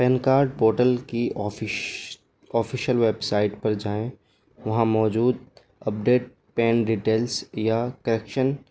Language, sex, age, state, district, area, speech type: Urdu, male, 18-30, Delhi, New Delhi, rural, spontaneous